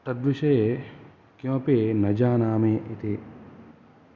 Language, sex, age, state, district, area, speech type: Sanskrit, male, 18-30, Karnataka, Uttara Kannada, rural, spontaneous